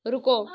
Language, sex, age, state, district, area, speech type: Urdu, female, 60+, Uttar Pradesh, Gautam Buddha Nagar, rural, read